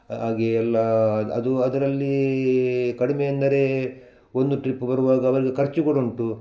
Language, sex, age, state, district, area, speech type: Kannada, male, 60+, Karnataka, Udupi, rural, spontaneous